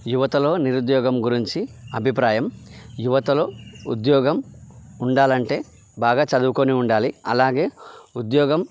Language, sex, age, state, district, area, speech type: Telugu, male, 30-45, Telangana, Karimnagar, rural, spontaneous